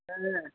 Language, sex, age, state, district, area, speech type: Tamil, female, 60+, Tamil Nadu, Thanjavur, urban, conversation